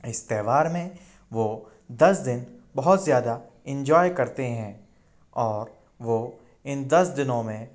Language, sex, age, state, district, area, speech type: Hindi, male, 18-30, Madhya Pradesh, Indore, urban, spontaneous